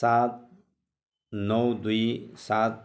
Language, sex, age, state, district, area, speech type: Nepali, male, 60+, West Bengal, Jalpaiguri, rural, read